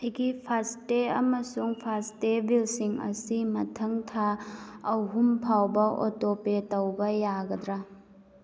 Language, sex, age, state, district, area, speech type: Manipuri, female, 18-30, Manipur, Churachandpur, rural, read